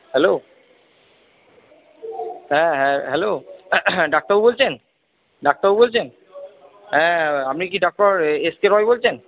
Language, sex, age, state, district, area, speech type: Bengali, male, 60+, West Bengal, Purba Bardhaman, urban, conversation